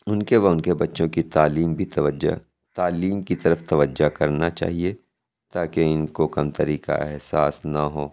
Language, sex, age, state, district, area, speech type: Urdu, male, 45-60, Uttar Pradesh, Lucknow, rural, spontaneous